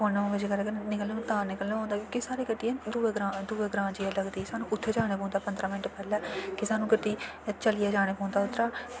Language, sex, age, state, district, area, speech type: Dogri, female, 18-30, Jammu and Kashmir, Kathua, rural, spontaneous